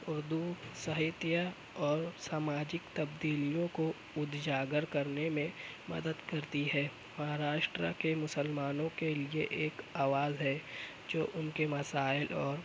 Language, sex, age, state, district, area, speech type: Urdu, male, 18-30, Maharashtra, Nashik, urban, spontaneous